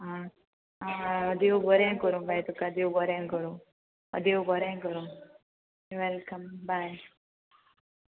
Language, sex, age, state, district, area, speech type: Goan Konkani, female, 18-30, Goa, Salcete, rural, conversation